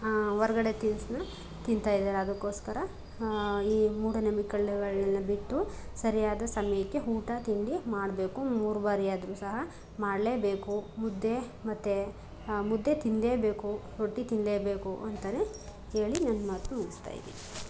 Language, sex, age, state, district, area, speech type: Kannada, female, 30-45, Karnataka, Chamarajanagar, rural, spontaneous